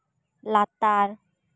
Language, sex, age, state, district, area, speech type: Santali, female, 18-30, West Bengal, Paschim Bardhaman, rural, read